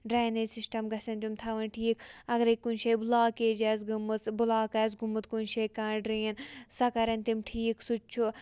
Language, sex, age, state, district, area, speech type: Kashmiri, female, 18-30, Jammu and Kashmir, Shopian, rural, spontaneous